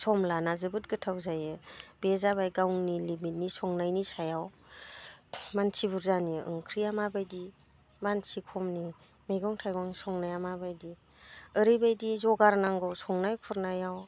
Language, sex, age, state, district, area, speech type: Bodo, female, 45-60, Assam, Udalguri, rural, spontaneous